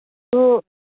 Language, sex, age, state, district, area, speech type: Manipuri, female, 45-60, Manipur, Ukhrul, rural, conversation